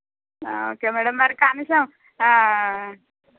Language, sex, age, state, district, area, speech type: Telugu, female, 30-45, Telangana, Warangal, rural, conversation